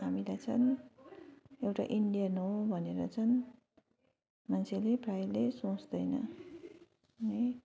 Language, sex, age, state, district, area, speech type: Nepali, female, 18-30, West Bengal, Darjeeling, rural, spontaneous